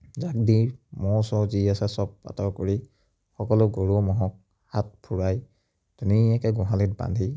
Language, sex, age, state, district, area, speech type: Assamese, male, 30-45, Assam, Biswanath, rural, spontaneous